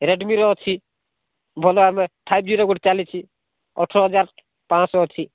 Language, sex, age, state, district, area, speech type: Odia, male, 45-60, Odisha, Rayagada, rural, conversation